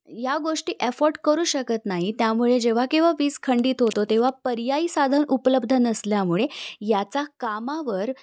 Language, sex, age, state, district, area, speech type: Marathi, female, 18-30, Maharashtra, Pune, urban, spontaneous